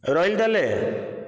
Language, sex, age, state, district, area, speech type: Odia, male, 60+, Odisha, Nayagarh, rural, spontaneous